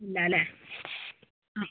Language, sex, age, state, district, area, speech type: Malayalam, female, 45-60, Kerala, Wayanad, rural, conversation